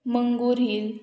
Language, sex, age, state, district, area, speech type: Goan Konkani, female, 18-30, Goa, Murmgao, urban, spontaneous